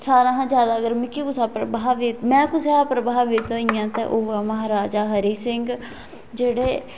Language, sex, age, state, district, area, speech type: Dogri, female, 18-30, Jammu and Kashmir, Kathua, rural, spontaneous